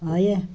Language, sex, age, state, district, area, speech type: Kashmiri, female, 60+, Jammu and Kashmir, Srinagar, urban, spontaneous